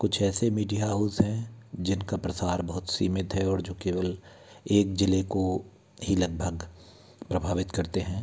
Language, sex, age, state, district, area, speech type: Hindi, male, 60+, Madhya Pradesh, Bhopal, urban, spontaneous